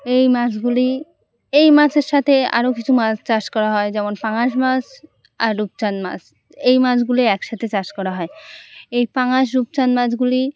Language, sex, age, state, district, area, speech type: Bengali, female, 18-30, West Bengal, Birbhum, urban, spontaneous